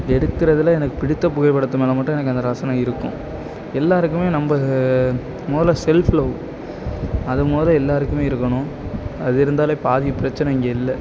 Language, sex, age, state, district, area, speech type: Tamil, male, 18-30, Tamil Nadu, Nagapattinam, rural, spontaneous